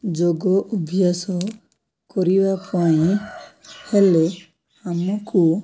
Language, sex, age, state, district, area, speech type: Odia, male, 18-30, Odisha, Nabarangpur, urban, spontaneous